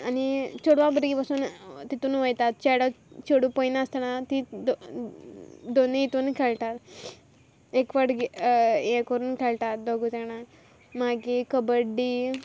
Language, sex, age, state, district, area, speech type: Goan Konkani, female, 18-30, Goa, Quepem, rural, spontaneous